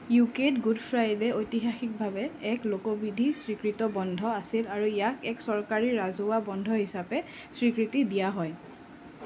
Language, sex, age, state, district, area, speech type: Assamese, female, 30-45, Assam, Nalbari, rural, read